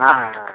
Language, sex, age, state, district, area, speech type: Tamil, male, 60+, Tamil Nadu, Pudukkottai, rural, conversation